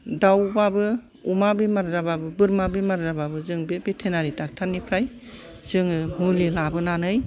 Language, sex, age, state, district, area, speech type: Bodo, female, 60+, Assam, Kokrajhar, urban, spontaneous